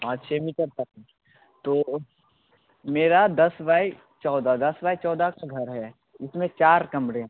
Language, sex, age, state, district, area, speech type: Hindi, male, 18-30, Bihar, Darbhanga, rural, conversation